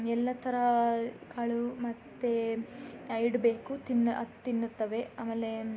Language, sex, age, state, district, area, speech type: Kannada, female, 18-30, Karnataka, Chikkamagaluru, rural, spontaneous